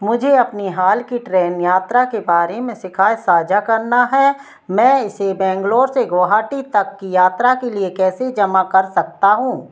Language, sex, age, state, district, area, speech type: Hindi, female, 45-60, Madhya Pradesh, Narsinghpur, rural, read